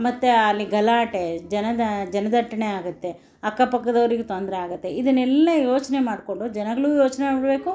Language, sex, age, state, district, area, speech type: Kannada, female, 60+, Karnataka, Bangalore Urban, urban, spontaneous